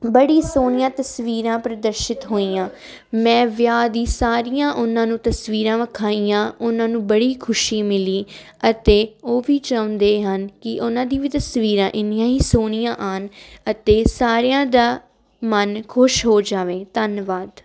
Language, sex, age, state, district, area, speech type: Punjabi, female, 18-30, Punjab, Jalandhar, urban, spontaneous